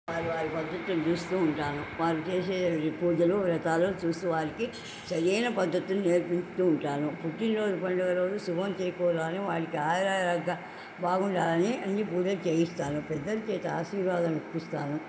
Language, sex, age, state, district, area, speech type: Telugu, female, 60+, Andhra Pradesh, Nellore, urban, spontaneous